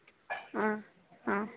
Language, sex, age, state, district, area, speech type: Odia, female, 18-30, Odisha, Nabarangpur, urban, conversation